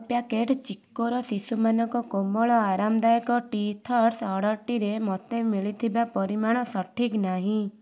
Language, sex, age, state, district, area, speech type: Odia, female, 18-30, Odisha, Kendujhar, urban, read